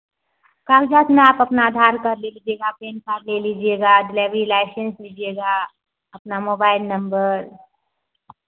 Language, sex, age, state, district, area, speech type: Hindi, female, 30-45, Bihar, Madhepura, rural, conversation